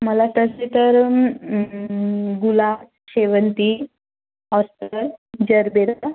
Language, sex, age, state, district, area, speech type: Marathi, female, 18-30, Maharashtra, Wardha, urban, conversation